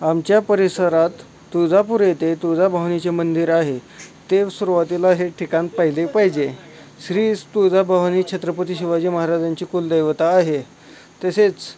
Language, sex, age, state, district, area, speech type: Marathi, male, 18-30, Maharashtra, Osmanabad, rural, spontaneous